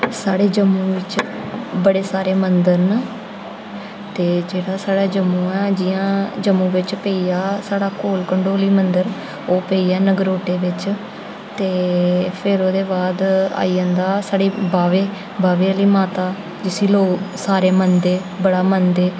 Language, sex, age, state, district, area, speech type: Dogri, female, 18-30, Jammu and Kashmir, Jammu, urban, spontaneous